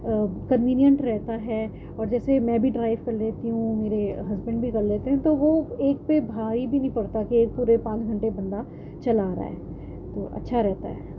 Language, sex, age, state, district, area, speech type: Urdu, female, 30-45, Delhi, North East Delhi, urban, spontaneous